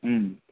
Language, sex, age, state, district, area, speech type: Kannada, male, 18-30, Karnataka, Bellary, rural, conversation